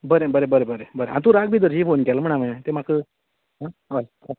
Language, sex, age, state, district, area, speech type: Goan Konkani, male, 30-45, Goa, Canacona, rural, conversation